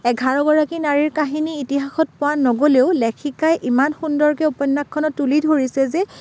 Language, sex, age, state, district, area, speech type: Assamese, female, 18-30, Assam, Dibrugarh, rural, spontaneous